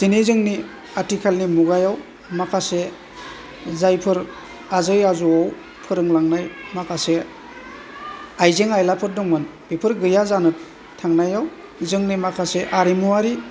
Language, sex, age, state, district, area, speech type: Bodo, male, 60+, Assam, Chirang, rural, spontaneous